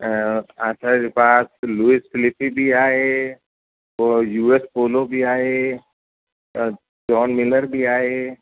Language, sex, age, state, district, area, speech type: Sindhi, male, 45-60, Uttar Pradesh, Lucknow, rural, conversation